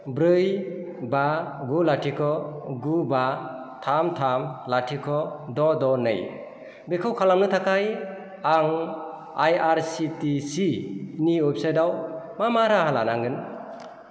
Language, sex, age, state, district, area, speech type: Bodo, male, 30-45, Assam, Kokrajhar, urban, read